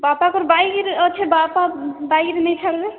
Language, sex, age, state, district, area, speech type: Odia, female, 60+, Odisha, Boudh, rural, conversation